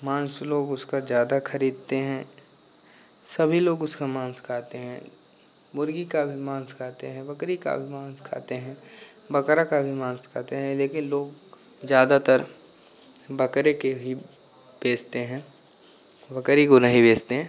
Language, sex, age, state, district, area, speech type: Hindi, male, 18-30, Uttar Pradesh, Pratapgarh, rural, spontaneous